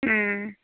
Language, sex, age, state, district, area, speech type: Assamese, female, 30-45, Assam, Majuli, urban, conversation